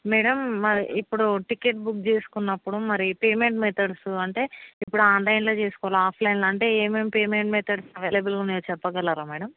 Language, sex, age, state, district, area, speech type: Telugu, female, 45-60, Telangana, Hyderabad, urban, conversation